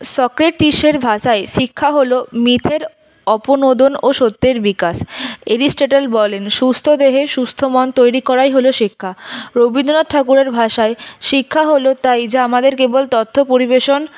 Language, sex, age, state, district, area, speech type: Bengali, female, 30-45, West Bengal, Paschim Bardhaman, urban, spontaneous